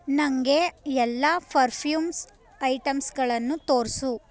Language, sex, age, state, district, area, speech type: Kannada, female, 18-30, Karnataka, Chamarajanagar, urban, read